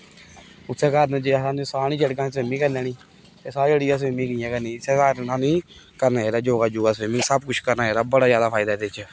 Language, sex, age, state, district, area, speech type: Dogri, male, 18-30, Jammu and Kashmir, Kathua, rural, spontaneous